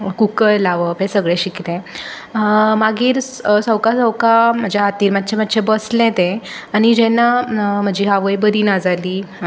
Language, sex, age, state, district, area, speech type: Goan Konkani, female, 18-30, Goa, Tiswadi, rural, spontaneous